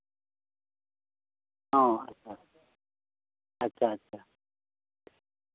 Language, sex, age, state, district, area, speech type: Santali, male, 60+, West Bengal, Bankura, rural, conversation